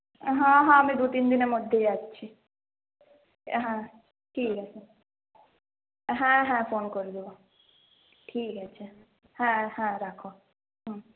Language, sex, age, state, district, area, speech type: Bengali, female, 30-45, West Bengal, Purulia, urban, conversation